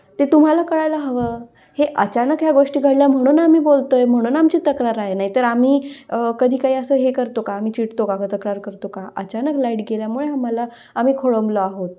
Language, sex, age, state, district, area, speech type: Marathi, female, 18-30, Maharashtra, Nashik, urban, spontaneous